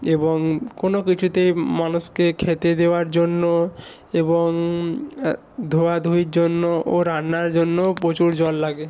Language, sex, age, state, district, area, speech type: Bengali, male, 45-60, West Bengal, Nadia, rural, spontaneous